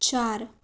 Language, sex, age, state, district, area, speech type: Marathi, female, 18-30, Maharashtra, Sindhudurg, urban, read